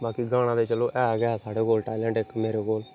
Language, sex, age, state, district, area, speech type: Dogri, male, 30-45, Jammu and Kashmir, Reasi, rural, spontaneous